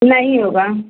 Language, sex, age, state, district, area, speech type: Hindi, female, 60+, Uttar Pradesh, Azamgarh, rural, conversation